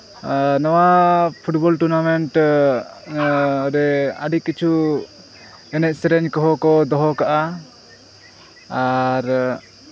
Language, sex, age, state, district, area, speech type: Santali, male, 30-45, Jharkhand, Seraikela Kharsawan, rural, spontaneous